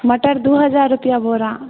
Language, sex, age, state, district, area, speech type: Maithili, female, 18-30, Bihar, Begusarai, rural, conversation